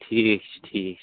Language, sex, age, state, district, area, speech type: Kashmiri, male, 30-45, Jammu and Kashmir, Bandipora, rural, conversation